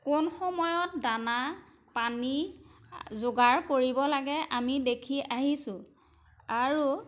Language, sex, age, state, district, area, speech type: Assamese, female, 30-45, Assam, Majuli, urban, spontaneous